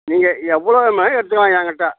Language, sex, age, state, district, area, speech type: Tamil, male, 45-60, Tamil Nadu, Kallakurichi, rural, conversation